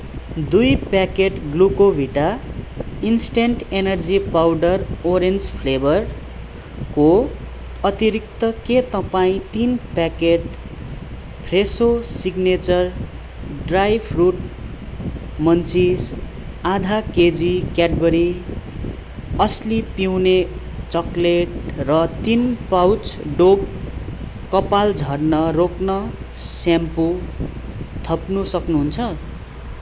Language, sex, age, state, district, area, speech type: Nepali, male, 18-30, West Bengal, Darjeeling, rural, read